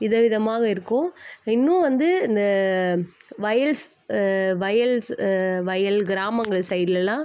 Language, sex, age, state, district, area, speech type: Tamil, female, 18-30, Tamil Nadu, Chennai, urban, spontaneous